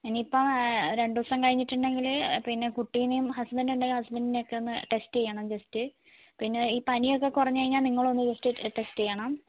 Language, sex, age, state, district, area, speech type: Malayalam, female, 18-30, Kerala, Wayanad, rural, conversation